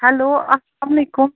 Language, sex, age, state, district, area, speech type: Kashmiri, female, 30-45, Jammu and Kashmir, Srinagar, urban, conversation